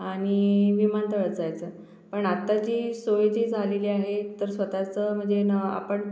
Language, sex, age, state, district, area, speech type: Marathi, female, 45-60, Maharashtra, Yavatmal, urban, spontaneous